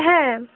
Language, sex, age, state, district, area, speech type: Bengali, female, 18-30, West Bengal, Bankura, urban, conversation